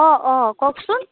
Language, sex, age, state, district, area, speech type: Assamese, female, 18-30, Assam, Morigaon, rural, conversation